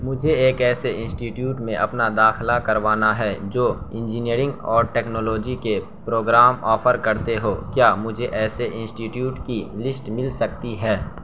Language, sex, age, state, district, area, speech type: Urdu, male, 18-30, Bihar, Saharsa, rural, read